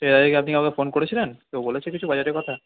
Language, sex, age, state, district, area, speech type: Bengali, male, 18-30, West Bengal, Paschim Bardhaman, rural, conversation